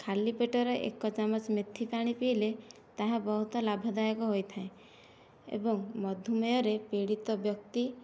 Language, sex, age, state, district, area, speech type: Odia, female, 18-30, Odisha, Nayagarh, rural, spontaneous